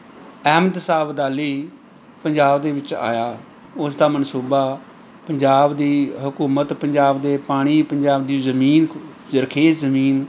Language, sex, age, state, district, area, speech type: Punjabi, male, 45-60, Punjab, Pathankot, rural, spontaneous